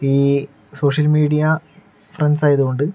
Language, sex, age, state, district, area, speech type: Malayalam, male, 30-45, Kerala, Palakkad, rural, spontaneous